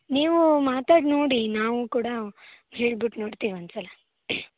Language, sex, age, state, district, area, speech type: Kannada, female, 18-30, Karnataka, Shimoga, rural, conversation